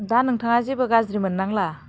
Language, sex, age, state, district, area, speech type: Bodo, female, 30-45, Assam, Baksa, rural, spontaneous